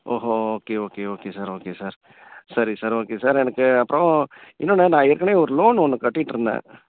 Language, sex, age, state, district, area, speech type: Tamil, male, 60+, Tamil Nadu, Tiruppur, rural, conversation